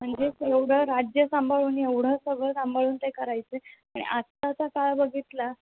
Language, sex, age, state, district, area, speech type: Marathi, female, 30-45, Maharashtra, Mumbai Suburban, urban, conversation